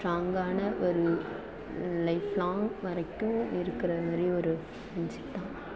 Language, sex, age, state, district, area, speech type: Tamil, female, 18-30, Tamil Nadu, Thanjavur, rural, spontaneous